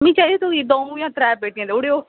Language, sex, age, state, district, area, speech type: Dogri, female, 18-30, Jammu and Kashmir, Reasi, rural, conversation